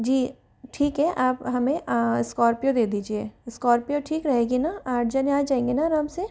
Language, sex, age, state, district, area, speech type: Hindi, female, 60+, Rajasthan, Jaipur, urban, spontaneous